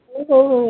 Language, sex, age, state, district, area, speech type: Odia, female, 30-45, Odisha, Sundergarh, urban, conversation